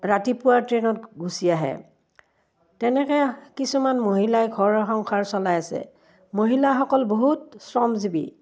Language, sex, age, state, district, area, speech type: Assamese, female, 60+, Assam, Udalguri, rural, spontaneous